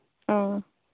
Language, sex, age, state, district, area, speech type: Manipuri, female, 18-30, Manipur, Kangpokpi, urban, conversation